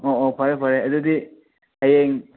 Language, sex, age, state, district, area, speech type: Manipuri, male, 18-30, Manipur, Churachandpur, rural, conversation